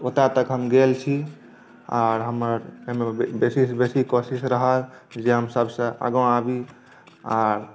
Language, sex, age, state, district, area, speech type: Maithili, male, 30-45, Bihar, Saharsa, urban, spontaneous